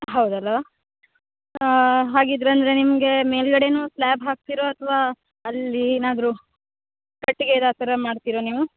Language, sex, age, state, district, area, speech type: Kannada, female, 18-30, Karnataka, Uttara Kannada, rural, conversation